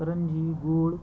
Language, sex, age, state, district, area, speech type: Marathi, male, 30-45, Maharashtra, Hingoli, urban, spontaneous